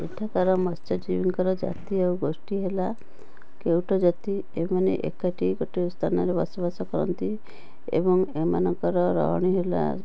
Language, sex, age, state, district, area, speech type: Odia, female, 45-60, Odisha, Cuttack, urban, spontaneous